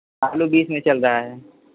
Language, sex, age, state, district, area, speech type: Hindi, male, 18-30, Uttar Pradesh, Pratapgarh, urban, conversation